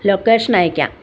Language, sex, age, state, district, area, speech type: Malayalam, female, 45-60, Kerala, Kottayam, rural, spontaneous